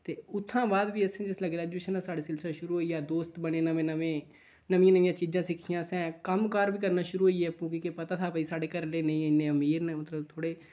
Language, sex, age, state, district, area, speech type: Dogri, male, 18-30, Jammu and Kashmir, Udhampur, rural, spontaneous